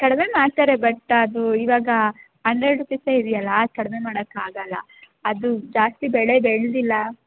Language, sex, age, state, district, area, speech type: Kannada, female, 18-30, Karnataka, Bangalore Urban, urban, conversation